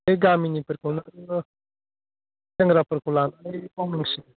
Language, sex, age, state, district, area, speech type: Bodo, male, 45-60, Assam, Baksa, rural, conversation